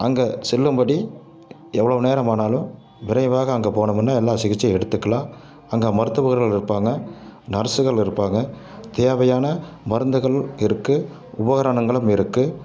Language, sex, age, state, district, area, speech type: Tamil, male, 60+, Tamil Nadu, Tiruppur, rural, spontaneous